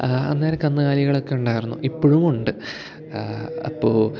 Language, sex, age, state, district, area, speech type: Malayalam, male, 18-30, Kerala, Idukki, rural, spontaneous